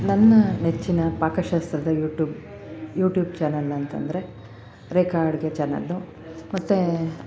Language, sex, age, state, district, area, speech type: Kannada, female, 45-60, Karnataka, Bangalore Rural, rural, spontaneous